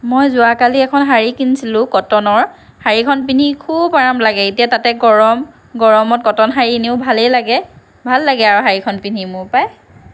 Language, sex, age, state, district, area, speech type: Assamese, female, 45-60, Assam, Lakhimpur, rural, spontaneous